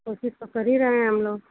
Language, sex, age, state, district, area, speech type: Hindi, female, 45-60, Uttar Pradesh, Ghazipur, rural, conversation